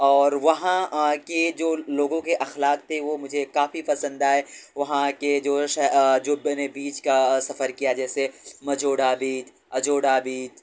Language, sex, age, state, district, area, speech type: Urdu, male, 18-30, Delhi, North West Delhi, urban, spontaneous